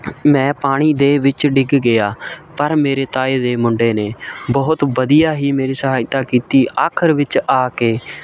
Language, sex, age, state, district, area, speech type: Punjabi, male, 18-30, Punjab, Shaheed Bhagat Singh Nagar, rural, spontaneous